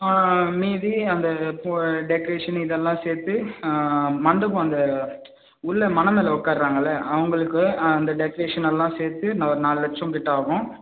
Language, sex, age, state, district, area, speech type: Tamil, male, 18-30, Tamil Nadu, Vellore, rural, conversation